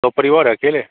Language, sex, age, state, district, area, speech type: Hindi, male, 45-60, Bihar, Begusarai, urban, conversation